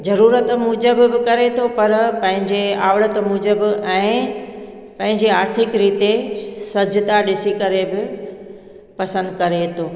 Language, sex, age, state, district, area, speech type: Sindhi, female, 45-60, Gujarat, Junagadh, urban, spontaneous